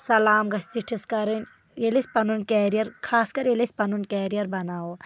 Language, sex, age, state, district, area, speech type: Kashmiri, female, 18-30, Jammu and Kashmir, Anantnag, rural, spontaneous